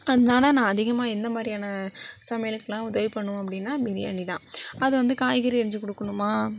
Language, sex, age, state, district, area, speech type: Tamil, female, 60+, Tamil Nadu, Sivaganga, rural, spontaneous